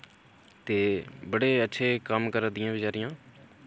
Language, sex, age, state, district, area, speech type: Dogri, male, 30-45, Jammu and Kashmir, Udhampur, rural, spontaneous